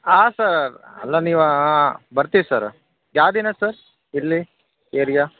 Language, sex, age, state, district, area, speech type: Kannada, male, 18-30, Karnataka, Bellary, rural, conversation